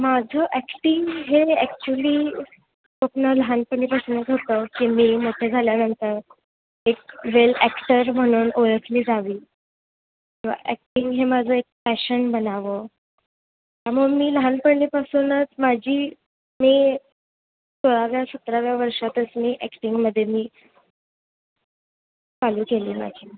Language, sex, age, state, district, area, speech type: Marathi, female, 18-30, Maharashtra, Kolhapur, urban, conversation